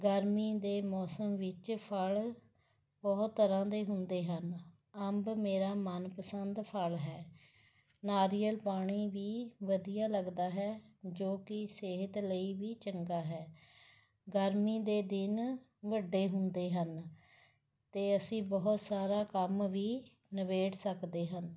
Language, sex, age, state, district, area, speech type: Punjabi, female, 45-60, Punjab, Mohali, urban, spontaneous